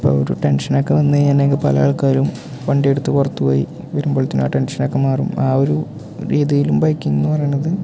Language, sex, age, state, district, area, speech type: Malayalam, male, 18-30, Kerala, Thrissur, rural, spontaneous